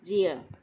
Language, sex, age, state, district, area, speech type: Sindhi, female, 18-30, Gujarat, Surat, urban, read